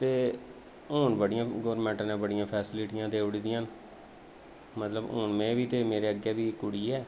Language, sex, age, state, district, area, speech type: Dogri, male, 30-45, Jammu and Kashmir, Jammu, rural, spontaneous